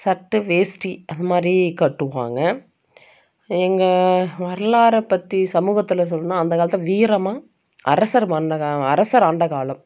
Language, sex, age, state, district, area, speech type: Tamil, female, 30-45, Tamil Nadu, Dharmapuri, rural, spontaneous